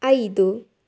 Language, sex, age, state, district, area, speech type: Kannada, female, 18-30, Karnataka, Chitradurga, rural, read